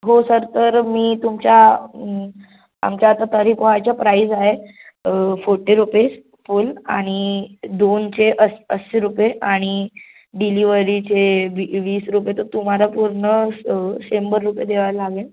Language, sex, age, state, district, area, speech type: Marathi, male, 30-45, Maharashtra, Nagpur, urban, conversation